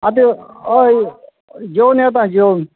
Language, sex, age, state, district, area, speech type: Goan Konkani, male, 60+, Goa, Quepem, rural, conversation